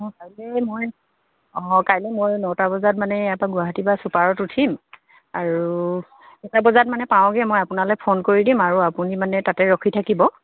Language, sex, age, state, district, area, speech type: Assamese, female, 45-60, Assam, Dibrugarh, rural, conversation